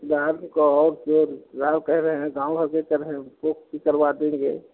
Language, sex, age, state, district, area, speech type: Hindi, male, 60+, Uttar Pradesh, Hardoi, rural, conversation